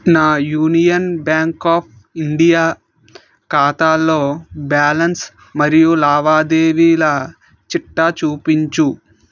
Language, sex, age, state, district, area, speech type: Telugu, male, 30-45, Andhra Pradesh, Vizianagaram, rural, read